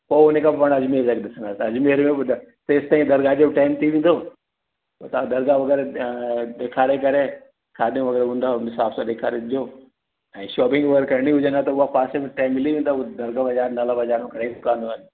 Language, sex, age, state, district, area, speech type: Sindhi, male, 60+, Rajasthan, Ajmer, urban, conversation